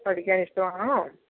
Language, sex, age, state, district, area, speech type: Malayalam, female, 45-60, Kerala, Idukki, rural, conversation